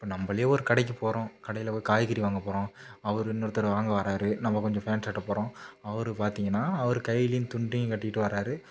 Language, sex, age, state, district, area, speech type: Tamil, male, 18-30, Tamil Nadu, Nagapattinam, rural, spontaneous